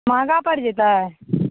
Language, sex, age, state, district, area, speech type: Maithili, female, 18-30, Bihar, Madhepura, urban, conversation